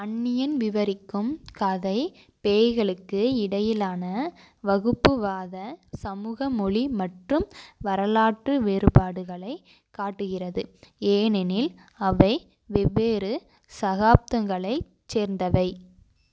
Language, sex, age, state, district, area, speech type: Tamil, female, 18-30, Tamil Nadu, Coimbatore, rural, read